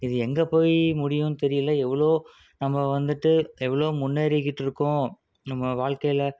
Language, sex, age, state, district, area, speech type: Tamil, male, 18-30, Tamil Nadu, Salem, urban, spontaneous